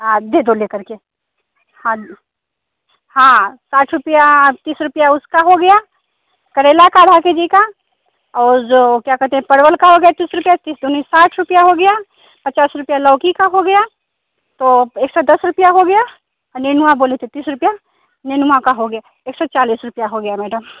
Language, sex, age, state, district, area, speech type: Hindi, female, 45-60, Bihar, Begusarai, rural, conversation